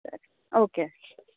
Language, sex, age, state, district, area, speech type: Kannada, female, 18-30, Karnataka, Gulbarga, urban, conversation